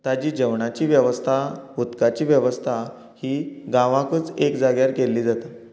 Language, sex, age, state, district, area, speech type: Goan Konkani, male, 30-45, Goa, Canacona, rural, spontaneous